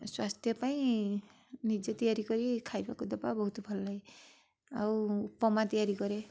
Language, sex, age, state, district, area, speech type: Odia, female, 30-45, Odisha, Cuttack, urban, spontaneous